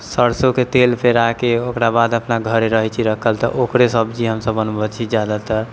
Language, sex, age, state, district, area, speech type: Maithili, male, 18-30, Bihar, Muzaffarpur, rural, spontaneous